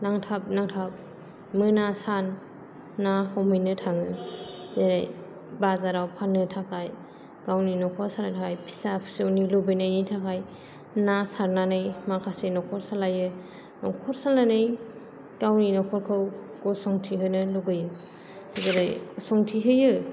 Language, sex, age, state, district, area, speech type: Bodo, female, 30-45, Assam, Chirang, urban, spontaneous